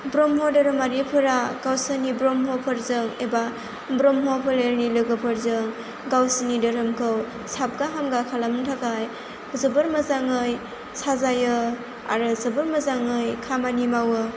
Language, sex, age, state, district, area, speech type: Bodo, female, 18-30, Assam, Chirang, rural, spontaneous